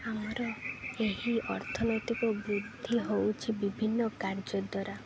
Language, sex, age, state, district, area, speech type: Odia, female, 18-30, Odisha, Malkangiri, urban, spontaneous